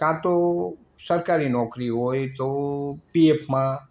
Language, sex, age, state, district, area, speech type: Gujarati, male, 60+, Gujarat, Morbi, rural, spontaneous